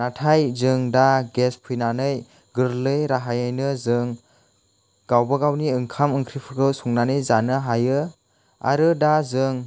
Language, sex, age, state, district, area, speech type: Bodo, male, 30-45, Assam, Chirang, rural, spontaneous